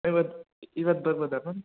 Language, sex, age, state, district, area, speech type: Kannada, male, 18-30, Karnataka, Bangalore Urban, urban, conversation